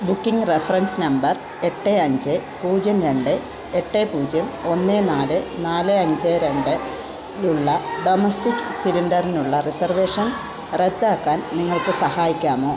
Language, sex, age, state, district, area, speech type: Malayalam, female, 45-60, Kerala, Kollam, rural, read